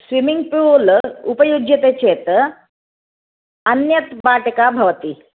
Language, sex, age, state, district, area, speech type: Sanskrit, female, 30-45, Karnataka, Shimoga, urban, conversation